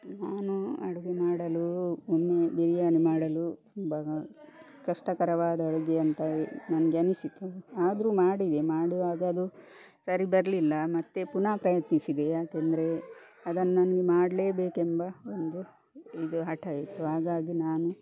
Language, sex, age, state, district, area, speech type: Kannada, female, 45-60, Karnataka, Dakshina Kannada, rural, spontaneous